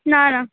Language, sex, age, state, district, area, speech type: Bengali, female, 18-30, West Bengal, Cooch Behar, rural, conversation